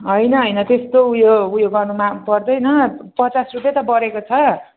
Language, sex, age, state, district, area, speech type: Nepali, female, 30-45, West Bengal, Jalpaiguri, rural, conversation